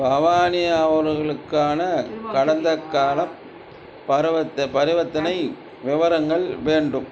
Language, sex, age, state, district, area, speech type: Tamil, male, 60+, Tamil Nadu, Dharmapuri, rural, read